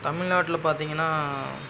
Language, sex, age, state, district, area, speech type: Tamil, male, 45-60, Tamil Nadu, Dharmapuri, rural, spontaneous